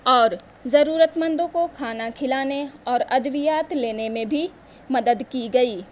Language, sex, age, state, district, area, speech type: Urdu, female, 18-30, Uttar Pradesh, Mau, urban, spontaneous